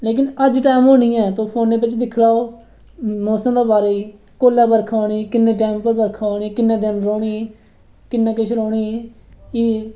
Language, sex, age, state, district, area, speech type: Dogri, male, 18-30, Jammu and Kashmir, Reasi, rural, spontaneous